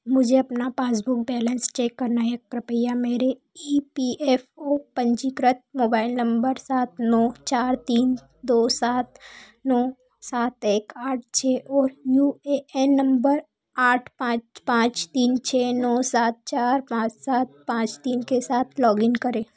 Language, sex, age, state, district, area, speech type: Hindi, female, 18-30, Madhya Pradesh, Ujjain, urban, read